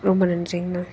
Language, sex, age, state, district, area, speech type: Tamil, female, 18-30, Tamil Nadu, Tiruppur, rural, spontaneous